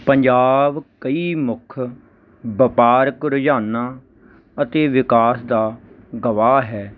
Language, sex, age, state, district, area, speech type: Punjabi, male, 30-45, Punjab, Barnala, urban, spontaneous